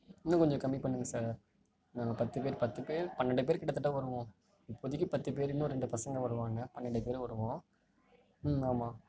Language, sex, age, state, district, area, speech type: Tamil, male, 30-45, Tamil Nadu, Tiruvarur, urban, spontaneous